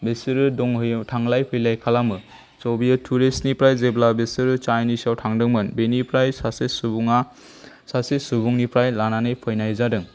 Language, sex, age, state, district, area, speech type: Bodo, male, 30-45, Assam, Chirang, rural, spontaneous